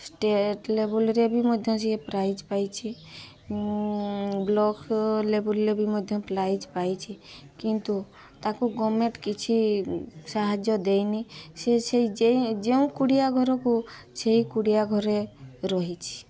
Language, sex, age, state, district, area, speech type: Odia, female, 30-45, Odisha, Mayurbhanj, rural, spontaneous